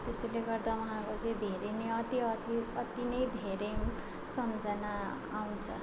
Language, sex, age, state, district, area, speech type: Nepali, female, 18-30, West Bengal, Darjeeling, rural, spontaneous